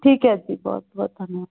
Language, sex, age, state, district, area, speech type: Punjabi, female, 30-45, Punjab, Fatehgarh Sahib, rural, conversation